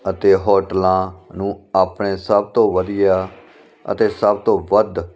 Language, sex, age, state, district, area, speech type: Punjabi, male, 45-60, Punjab, Firozpur, rural, read